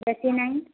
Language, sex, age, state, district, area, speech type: Odia, female, 30-45, Odisha, Sambalpur, rural, conversation